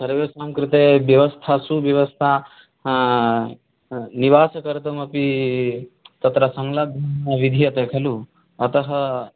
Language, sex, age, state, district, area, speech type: Sanskrit, male, 18-30, Odisha, Kandhamal, urban, conversation